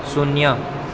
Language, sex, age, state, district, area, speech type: Gujarati, male, 18-30, Gujarat, Valsad, rural, read